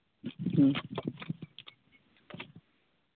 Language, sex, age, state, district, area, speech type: Santali, male, 18-30, West Bengal, Uttar Dinajpur, rural, conversation